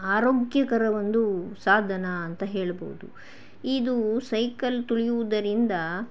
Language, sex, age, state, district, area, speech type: Kannada, female, 45-60, Karnataka, Shimoga, rural, spontaneous